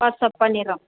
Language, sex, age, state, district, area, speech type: Tamil, female, 45-60, Tamil Nadu, Vellore, rural, conversation